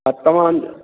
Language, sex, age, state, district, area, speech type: Sindhi, male, 60+, Maharashtra, Thane, urban, conversation